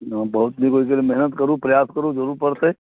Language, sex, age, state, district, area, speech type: Maithili, male, 45-60, Bihar, Muzaffarpur, rural, conversation